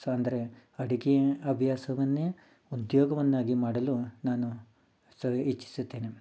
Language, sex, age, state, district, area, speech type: Kannada, male, 30-45, Karnataka, Mysore, urban, spontaneous